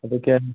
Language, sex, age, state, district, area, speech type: Kannada, male, 60+, Karnataka, Gulbarga, urban, conversation